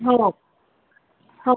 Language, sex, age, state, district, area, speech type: Marathi, female, 18-30, Maharashtra, Buldhana, rural, conversation